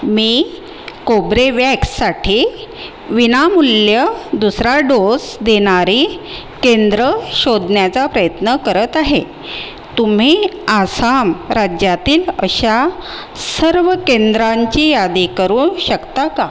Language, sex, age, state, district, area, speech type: Marathi, female, 45-60, Maharashtra, Nagpur, urban, read